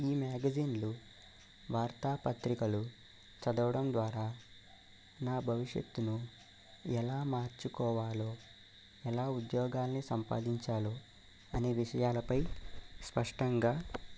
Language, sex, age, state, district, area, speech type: Telugu, male, 18-30, Andhra Pradesh, Eluru, urban, spontaneous